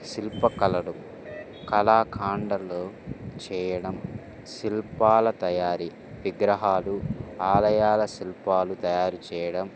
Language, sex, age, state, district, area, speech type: Telugu, male, 18-30, Andhra Pradesh, Guntur, urban, spontaneous